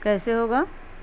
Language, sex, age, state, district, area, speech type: Urdu, female, 45-60, Bihar, Gaya, urban, spontaneous